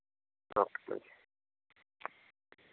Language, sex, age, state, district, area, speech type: Telugu, male, 30-45, Telangana, Jangaon, rural, conversation